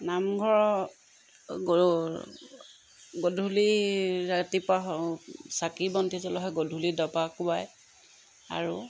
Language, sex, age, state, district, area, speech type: Assamese, female, 30-45, Assam, Jorhat, urban, spontaneous